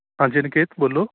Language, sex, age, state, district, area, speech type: Punjabi, male, 45-60, Punjab, Kapurthala, urban, conversation